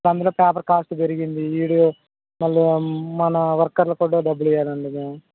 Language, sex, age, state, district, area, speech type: Telugu, male, 18-30, Telangana, Khammam, urban, conversation